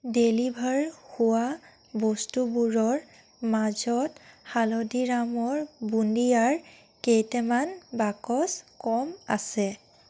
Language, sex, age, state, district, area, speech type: Assamese, female, 18-30, Assam, Biswanath, rural, read